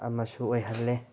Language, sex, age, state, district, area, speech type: Manipuri, male, 30-45, Manipur, Imphal West, rural, spontaneous